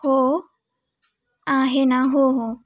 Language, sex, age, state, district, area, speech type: Marathi, female, 18-30, Maharashtra, Sangli, urban, spontaneous